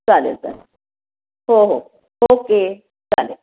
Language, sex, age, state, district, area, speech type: Marathi, female, 60+, Maharashtra, Nashik, urban, conversation